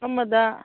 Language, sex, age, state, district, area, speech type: Manipuri, female, 60+, Manipur, Churachandpur, urban, conversation